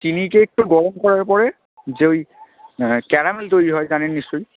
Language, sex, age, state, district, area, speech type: Bengali, male, 30-45, West Bengal, Purba Medinipur, rural, conversation